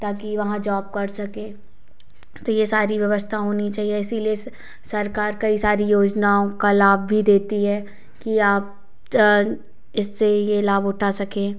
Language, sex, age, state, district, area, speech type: Hindi, female, 18-30, Madhya Pradesh, Hoshangabad, urban, spontaneous